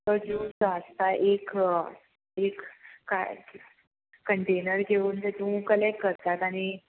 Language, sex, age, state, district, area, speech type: Goan Konkani, female, 18-30, Goa, Salcete, rural, conversation